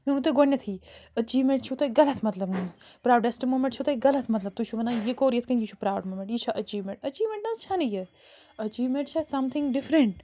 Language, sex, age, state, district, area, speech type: Kashmiri, female, 45-60, Jammu and Kashmir, Bandipora, rural, spontaneous